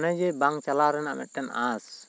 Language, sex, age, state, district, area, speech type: Santali, male, 30-45, West Bengal, Bankura, rural, spontaneous